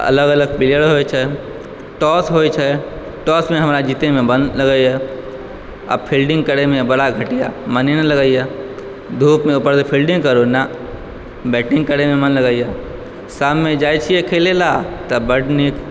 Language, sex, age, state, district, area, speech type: Maithili, male, 18-30, Bihar, Purnia, urban, spontaneous